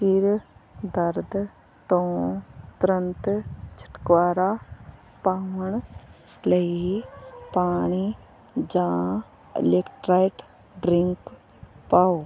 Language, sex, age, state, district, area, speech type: Punjabi, female, 18-30, Punjab, Fazilka, rural, spontaneous